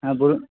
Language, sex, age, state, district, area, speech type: Bengali, male, 18-30, West Bengal, Jhargram, rural, conversation